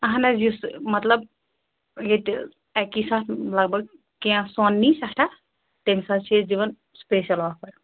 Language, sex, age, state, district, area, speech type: Kashmiri, female, 30-45, Jammu and Kashmir, Shopian, rural, conversation